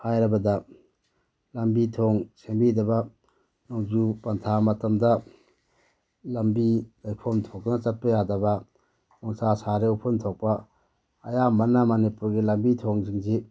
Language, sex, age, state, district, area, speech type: Manipuri, male, 30-45, Manipur, Bishnupur, rural, spontaneous